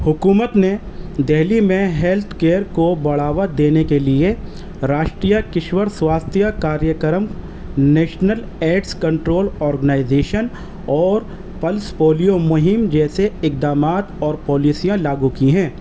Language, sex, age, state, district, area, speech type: Urdu, male, 30-45, Delhi, East Delhi, urban, spontaneous